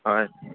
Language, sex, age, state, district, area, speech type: Assamese, male, 30-45, Assam, Dibrugarh, rural, conversation